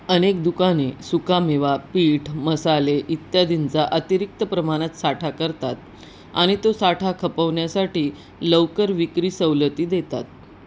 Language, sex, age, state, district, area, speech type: Marathi, female, 30-45, Maharashtra, Nanded, urban, read